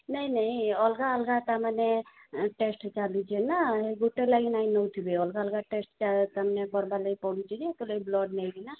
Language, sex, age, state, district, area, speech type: Odia, female, 45-60, Odisha, Sambalpur, rural, conversation